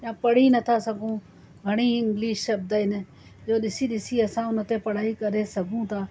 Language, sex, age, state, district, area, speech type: Sindhi, female, 60+, Gujarat, Surat, urban, spontaneous